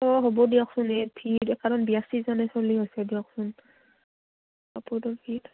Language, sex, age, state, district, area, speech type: Assamese, female, 18-30, Assam, Udalguri, rural, conversation